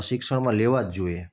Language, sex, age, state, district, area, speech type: Gujarati, male, 30-45, Gujarat, Surat, urban, spontaneous